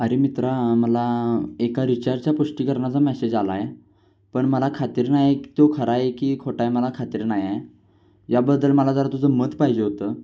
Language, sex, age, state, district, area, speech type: Marathi, male, 18-30, Maharashtra, Kolhapur, urban, spontaneous